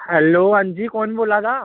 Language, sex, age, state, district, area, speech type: Dogri, male, 18-30, Jammu and Kashmir, Samba, rural, conversation